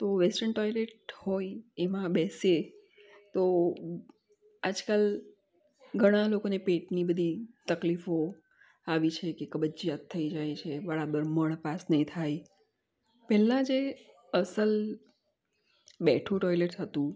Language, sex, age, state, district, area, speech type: Gujarati, female, 45-60, Gujarat, Valsad, rural, spontaneous